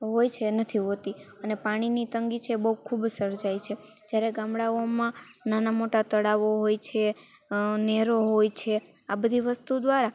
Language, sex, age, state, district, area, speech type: Gujarati, female, 18-30, Gujarat, Rajkot, rural, spontaneous